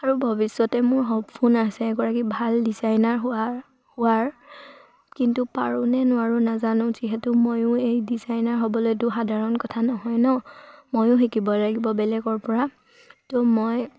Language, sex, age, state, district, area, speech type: Assamese, female, 18-30, Assam, Sivasagar, rural, spontaneous